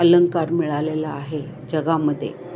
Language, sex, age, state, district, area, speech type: Marathi, female, 60+, Maharashtra, Kolhapur, urban, spontaneous